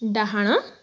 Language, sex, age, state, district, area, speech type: Odia, female, 18-30, Odisha, Balasore, rural, read